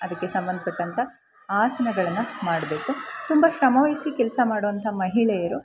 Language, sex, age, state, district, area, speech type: Kannada, female, 45-60, Karnataka, Chikkamagaluru, rural, spontaneous